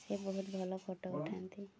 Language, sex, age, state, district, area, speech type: Odia, female, 18-30, Odisha, Mayurbhanj, rural, spontaneous